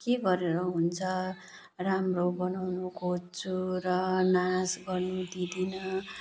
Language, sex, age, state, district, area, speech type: Nepali, female, 30-45, West Bengal, Jalpaiguri, rural, spontaneous